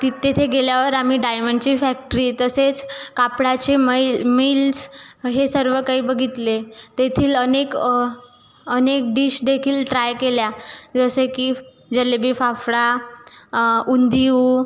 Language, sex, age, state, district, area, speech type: Marathi, female, 18-30, Maharashtra, Washim, rural, spontaneous